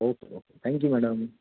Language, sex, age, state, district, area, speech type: Gujarati, male, 30-45, Gujarat, Anand, urban, conversation